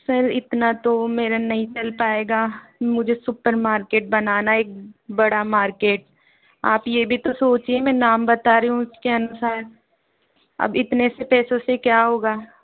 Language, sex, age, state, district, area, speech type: Hindi, female, 18-30, Rajasthan, Jaipur, rural, conversation